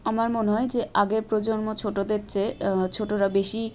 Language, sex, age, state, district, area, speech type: Bengali, female, 18-30, West Bengal, Malda, rural, spontaneous